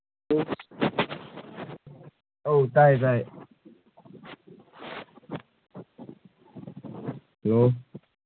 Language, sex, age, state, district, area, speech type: Manipuri, male, 18-30, Manipur, Kangpokpi, urban, conversation